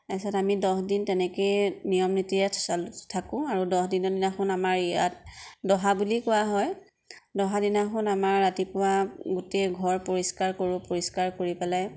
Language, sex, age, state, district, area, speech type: Assamese, female, 30-45, Assam, Nagaon, rural, spontaneous